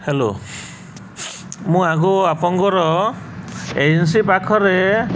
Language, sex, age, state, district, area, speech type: Odia, male, 30-45, Odisha, Subarnapur, urban, spontaneous